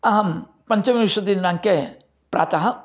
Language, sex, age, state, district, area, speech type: Sanskrit, male, 45-60, Karnataka, Dharwad, urban, spontaneous